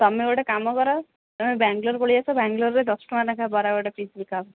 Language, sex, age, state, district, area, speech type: Odia, female, 30-45, Odisha, Sambalpur, rural, conversation